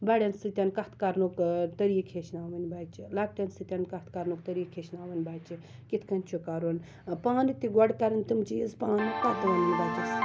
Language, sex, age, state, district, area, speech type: Kashmiri, female, 30-45, Jammu and Kashmir, Srinagar, rural, spontaneous